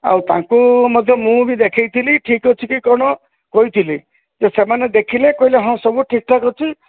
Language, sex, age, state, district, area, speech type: Odia, male, 60+, Odisha, Koraput, urban, conversation